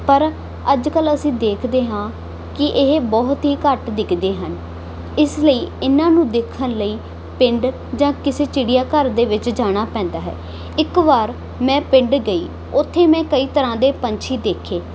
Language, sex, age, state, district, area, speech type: Punjabi, female, 18-30, Punjab, Muktsar, rural, spontaneous